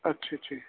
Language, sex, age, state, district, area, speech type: Punjabi, male, 45-60, Punjab, Kapurthala, urban, conversation